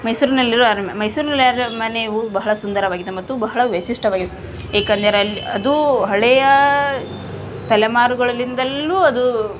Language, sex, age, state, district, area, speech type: Kannada, female, 18-30, Karnataka, Gadag, rural, spontaneous